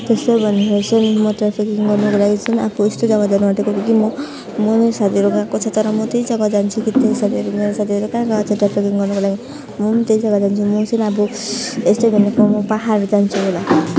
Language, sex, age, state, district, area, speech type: Nepali, female, 18-30, West Bengal, Alipurduar, rural, spontaneous